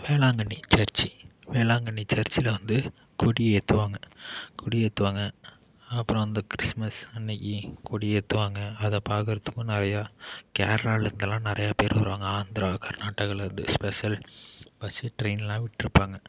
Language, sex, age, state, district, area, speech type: Tamil, male, 18-30, Tamil Nadu, Mayiladuthurai, rural, spontaneous